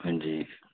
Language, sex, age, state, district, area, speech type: Dogri, male, 60+, Jammu and Kashmir, Reasi, urban, conversation